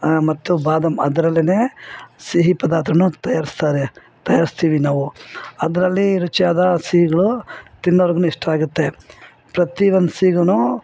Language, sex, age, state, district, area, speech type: Kannada, female, 60+, Karnataka, Bangalore Urban, rural, spontaneous